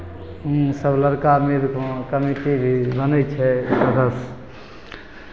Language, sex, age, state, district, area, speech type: Maithili, male, 18-30, Bihar, Begusarai, rural, spontaneous